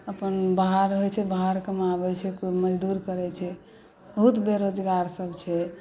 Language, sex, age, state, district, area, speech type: Maithili, female, 45-60, Bihar, Saharsa, rural, spontaneous